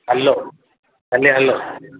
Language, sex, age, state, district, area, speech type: Odia, male, 60+, Odisha, Sundergarh, urban, conversation